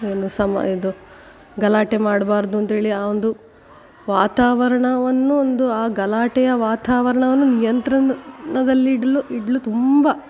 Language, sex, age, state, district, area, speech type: Kannada, female, 45-60, Karnataka, Dakshina Kannada, rural, spontaneous